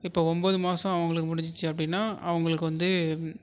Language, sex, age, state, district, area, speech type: Tamil, male, 18-30, Tamil Nadu, Tiruvarur, urban, spontaneous